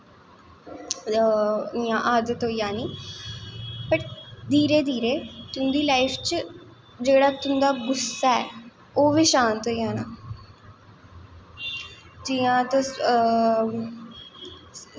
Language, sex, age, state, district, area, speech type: Dogri, female, 18-30, Jammu and Kashmir, Jammu, urban, spontaneous